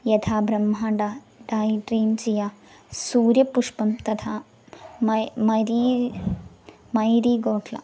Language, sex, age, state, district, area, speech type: Sanskrit, female, 18-30, Kerala, Thrissur, rural, spontaneous